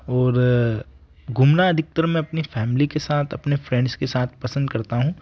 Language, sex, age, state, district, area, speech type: Hindi, male, 18-30, Madhya Pradesh, Ujjain, rural, spontaneous